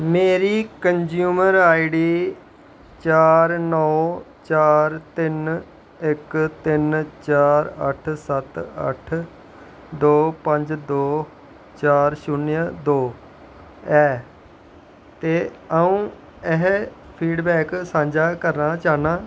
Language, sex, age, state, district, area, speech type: Dogri, male, 45-60, Jammu and Kashmir, Jammu, rural, read